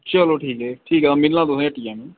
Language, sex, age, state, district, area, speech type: Dogri, male, 30-45, Jammu and Kashmir, Udhampur, rural, conversation